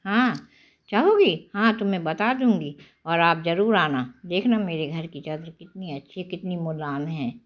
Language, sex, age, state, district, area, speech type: Hindi, female, 60+, Madhya Pradesh, Jabalpur, urban, spontaneous